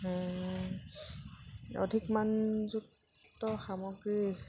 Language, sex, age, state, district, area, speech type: Assamese, female, 45-60, Assam, Dibrugarh, rural, spontaneous